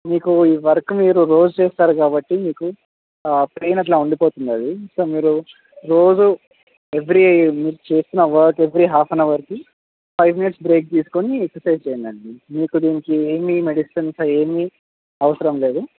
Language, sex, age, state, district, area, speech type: Telugu, male, 18-30, Telangana, Sangareddy, rural, conversation